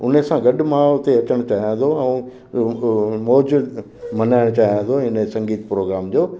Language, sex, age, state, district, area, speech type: Sindhi, male, 60+, Gujarat, Kutch, rural, spontaneous